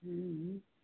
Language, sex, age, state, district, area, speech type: Maithili, female, 45-60, Bihar, Purnia, rural, conversation